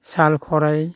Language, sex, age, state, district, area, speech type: Bodo, male, 60+, Assam, Baksa, rural, spontaneous